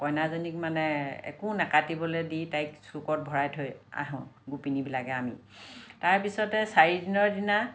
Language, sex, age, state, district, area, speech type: Assamese, female, 60+, Assam, Lakhimpur, rural, spontaneous